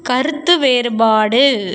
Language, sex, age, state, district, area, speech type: Tamil, female, 30-45, Tamil Nadu, Thoothukudi, urban, read